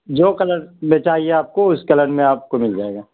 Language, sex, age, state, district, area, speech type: Urdu, male, 18-30, Bihar, Purnia, rural, conversation